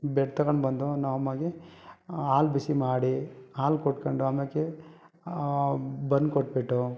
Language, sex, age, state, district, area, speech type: Kannada, male, 30-45, Karnataka, Bangalore Rural, rural, spontaneous